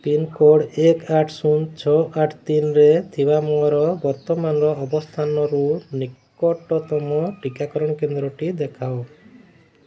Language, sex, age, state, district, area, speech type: Odia, male, 30-45, Odisha, Mayurbhanj, rural, read